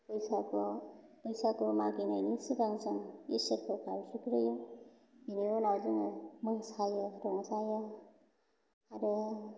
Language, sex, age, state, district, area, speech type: Bodo, female, 30-45, Assam, Chirang, urban, spontaneous